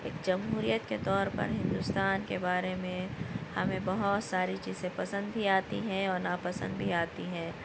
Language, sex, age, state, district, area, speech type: Urdu, female, 18-30, Telangana, Hyderabad, urban, spontaneous